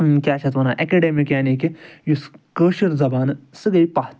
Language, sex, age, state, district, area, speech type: Kashmiri, male, 45-60, Jammu and Kashmir, Ganderbal, urban, spontaneous